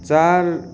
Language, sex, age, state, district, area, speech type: Nepali, male, 45-60, West Bengal, Darjeeling, rural, spontaneous